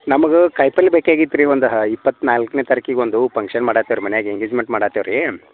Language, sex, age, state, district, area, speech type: Kannada, male, 30-45, Karnataka, Vijayapura, rural, conversation